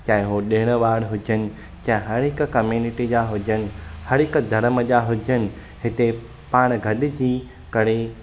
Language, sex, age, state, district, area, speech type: Sindhi, male, 18-30, Maharashtra, Thane, urban, spontaneous